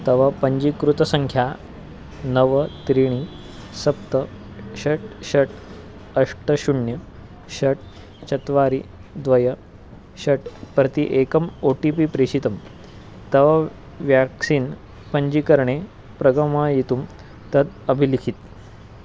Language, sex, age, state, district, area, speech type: Sanskrit, male, 18-30, Maharashtra, Nagpur, urban, read